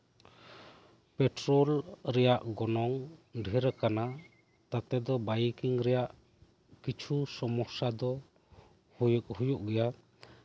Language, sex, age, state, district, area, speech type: Santali, male, 30-45, West Bengal, Birbhum, rural, spontaneous